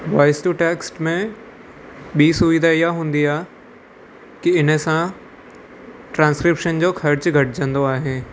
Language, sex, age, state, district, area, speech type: Sindhi, male, 18-30, Gujarat, Surat, urban, spontaneous